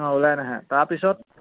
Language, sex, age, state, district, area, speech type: Assamese, male, 30-45, Assam, Lakhimpur, rural, conversation